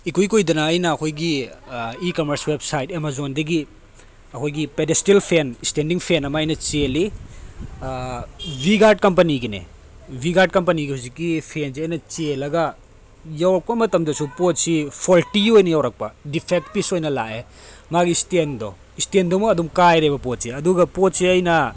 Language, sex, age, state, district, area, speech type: Manipuri, male, 30-45, Manipur, Tengnoupal, rural, spontaneous